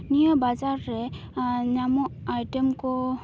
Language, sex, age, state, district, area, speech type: Santali, female, 18-30, West Bengal, Purulia, rural, spontaneous